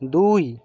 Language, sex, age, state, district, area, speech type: Bengali, male, 60+, West Bengal, Jhargram, rural, read